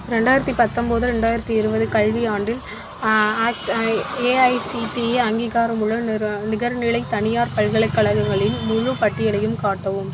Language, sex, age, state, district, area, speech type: Tamil, female, 18-30, Tamil Nadu, Nagapattinam, rural, read